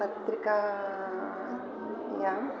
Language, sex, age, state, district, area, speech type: Sanskrit, female, 60+, Telangana, Peddapalli, urban, spontaneous